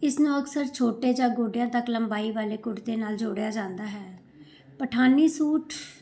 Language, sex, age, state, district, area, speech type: Punjabi, female, 45-60, Punjab, Jalandhar, urban, spontaneous